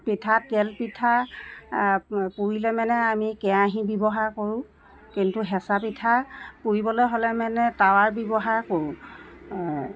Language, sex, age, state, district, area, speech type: Assamese, female, 60+, Assam, Lakhimpur, urban, spontaneous